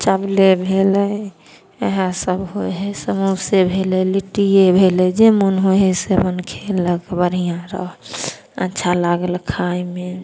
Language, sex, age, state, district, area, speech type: Maithili, female, 18-30, Bihar, Samastipur, rural, spontaneous